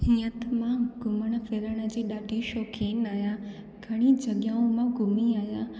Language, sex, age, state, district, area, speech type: Sindhi, female, 18-30, Gujarat, Junagadh, urban, spontaneous